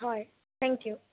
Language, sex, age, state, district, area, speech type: Assamese, female, 18-30, Assam, Kamrup Metropolitan, urban, conversation